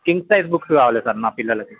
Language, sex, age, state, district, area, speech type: Telugu, male, 18-30, Telangana, Vikarabad, urban, conversation